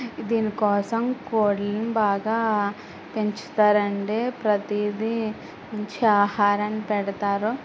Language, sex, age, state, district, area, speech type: Telugu, female, 18-30, Andhra Pradesh, Eluru, rural, spontaneous